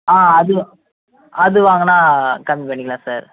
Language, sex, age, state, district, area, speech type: Tamil, male, 18-30, Tamil Nadu, Ariyalur, rural, conversation